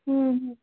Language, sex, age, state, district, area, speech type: Bengali, female, 30-45, West Bengal, Purulia, urban, conversation